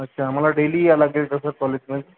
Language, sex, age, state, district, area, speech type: Marathi, male, 18-30, Maharashtra, Yavatmal, rural, conversation